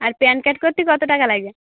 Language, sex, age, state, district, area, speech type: Bengali, female, 18-30, West Bengal, Dakshin Dinajpur, urban, conversation